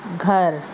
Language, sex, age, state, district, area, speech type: Urdu, female, 30-45, Maharashtra, Nashik, urban, read